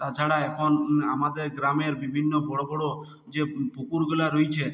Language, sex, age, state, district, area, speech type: Bengali, male, 60+, West Bengal, Purulia, rural, spontaneous